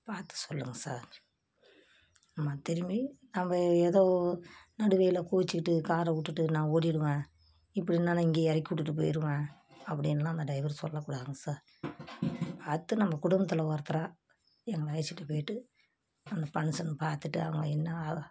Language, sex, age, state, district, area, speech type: Tamil, female, 60+, Tamil Nadu, Kallakurichi, urban, spontaneous